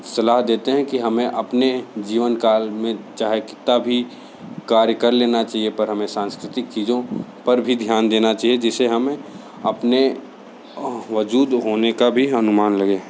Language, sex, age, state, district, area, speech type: Hindi, male, 60+, Uttar Pradesh, Sonbhadra, rural, spontaneous